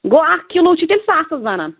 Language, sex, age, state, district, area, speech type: Kashmiri, female, 18-30, Jammu and Kashmir, Anantnag, rural, conversation